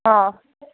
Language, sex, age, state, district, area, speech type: Kannada, female, 18-30, Karnataka, Kolar, rural, conversation